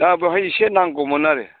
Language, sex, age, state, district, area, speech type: Bodo, male, 45-60, Assam, Chirang, rural, conversation